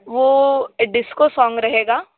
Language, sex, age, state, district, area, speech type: Hindi, female, 18-30, Uttar Pradesh, Sonbhadra, rural, conversation